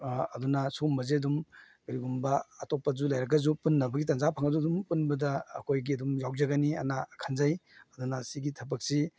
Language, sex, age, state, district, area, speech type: Manipuri, male, 45-60, Manipur, Imphal East, rural, spontaneous